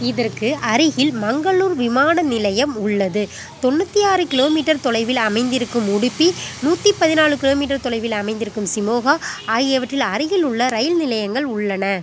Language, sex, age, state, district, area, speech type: Tamil, female, 30-45, Tamil Nadu, Pudukkottai, rural, read